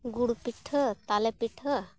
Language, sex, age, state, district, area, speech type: Santali, female, 30-45, Jharkhand, Bokaro, rural, spontaneous